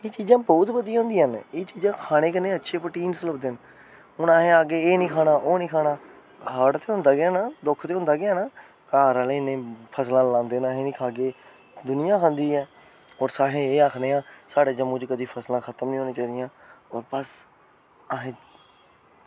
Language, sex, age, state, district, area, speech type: Dogri, male, 30-45, Jammu and Kashmir, Jammu, urban, spontaneous